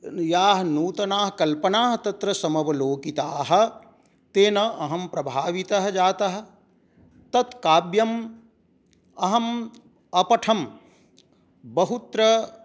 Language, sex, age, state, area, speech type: Sanskrit, male, 60+, Jharkhand, rural, spontaneous